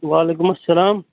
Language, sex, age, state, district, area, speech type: Kashmiri, male, 30-45, Jammu and Kashmir, Pulwama, urban, conversation